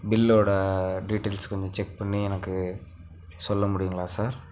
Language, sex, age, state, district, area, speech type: Tamil, male, 18-30, Tamil Nadu, Namakkal, rural, spontaneous